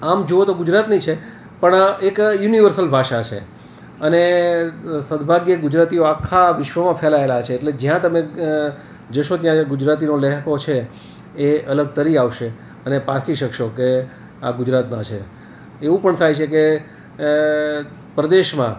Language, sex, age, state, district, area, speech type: Gujarati, male, 60+, Gujarat, Rajkot, urban, spontaneous